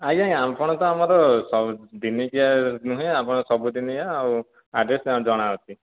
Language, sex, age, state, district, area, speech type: Odia, male, 30-45, Odisha, Jajpur, rural, conversation